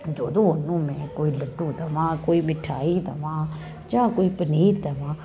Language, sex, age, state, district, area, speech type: Punjabi, female, 30-45, Punjab, Kapurthala, urban, spontaneous